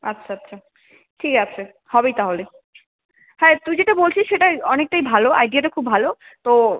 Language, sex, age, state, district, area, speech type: Bengali, female, 18-30, West Bengal, Jalpaiguri, rural, conversation